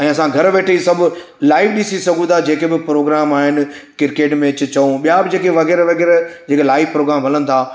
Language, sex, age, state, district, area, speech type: Sindhi, male, 60+, Gujarat, Surat, urban, spontaneous